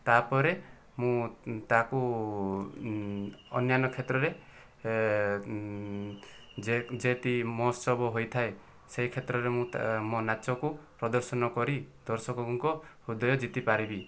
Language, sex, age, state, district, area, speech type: Odia, male, 18-30, Odisha, Kandhamal, rural, spontaneous